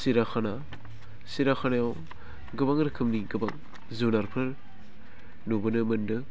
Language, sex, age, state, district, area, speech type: Bodo, male, 18-30, Assam, Baksa, rural, spontaneous